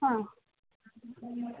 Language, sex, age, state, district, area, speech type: Kannada, female, 18-30, Karnataka, Chitradurga, rural, conversation